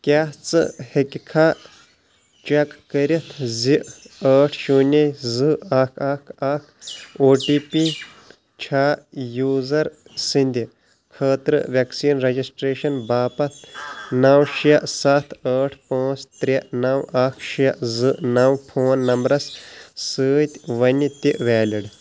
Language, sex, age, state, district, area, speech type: Kashmiri, male, 30-45, Jammu and Kashmir, Shopian, urban, read